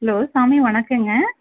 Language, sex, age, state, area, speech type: Tamil, female, 30-45, Tamil Nadu, rural, conversation